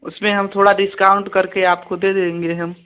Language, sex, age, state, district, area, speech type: Hindi, male, 18-30, Uttar Pradesh, Prayagraj, urban, conversation